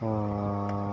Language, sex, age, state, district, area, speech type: Urdu, male, 30-45, Telangana, Hyderabad, urban, spontaneous